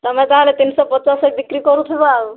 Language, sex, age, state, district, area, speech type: Odia, female, 18-30, Odisha, Kandhamal, rural, conversation